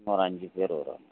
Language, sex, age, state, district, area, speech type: Tamil, male, 45-60, Tamil Nadu, Tenkasi, urban, conversation